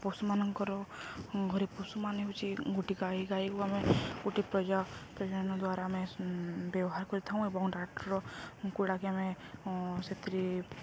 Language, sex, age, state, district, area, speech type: Odia, female, 30-45, Odisha, Balangir, urban, spontaneous